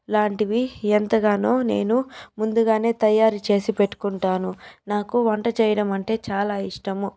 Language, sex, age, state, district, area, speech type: Telugu, female, 30-45, Andhra Pradesh, Chittoor, rural, spontaneous